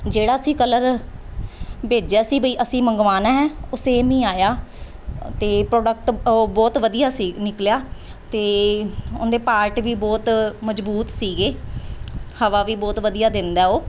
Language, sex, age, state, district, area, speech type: Punjabi, female, 30-45, Punjab, Mansa, urban, spontaneous